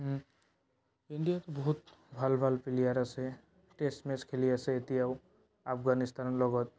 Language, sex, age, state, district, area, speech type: Assamese, male, 18-30, Assam, Barpeta, rural, spontaneous